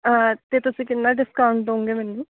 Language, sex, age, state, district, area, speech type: Punjabi, female, 18-30, Punjab, Kapurthala, urban, conversation